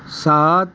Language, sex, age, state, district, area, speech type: Hindi, male, 18-30, Rajasthan, Jaipur, urban, read